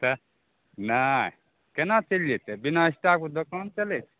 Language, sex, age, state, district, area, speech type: Maithili, male, 45-60, Bihar, Begusarai, rural, conversation